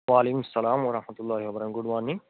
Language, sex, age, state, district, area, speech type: Urdu, male, 18-30, Uttar Pradesh, Saharanpur, urban, conversation